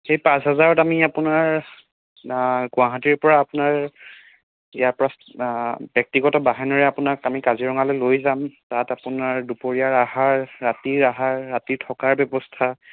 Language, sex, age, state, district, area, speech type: Assamese, male, 18-30, Assam, Sonitpur, rural, conversation